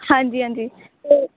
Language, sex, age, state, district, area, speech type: Punjabi, female, 18-30, Punjab, Gurdaspur, urban, conversation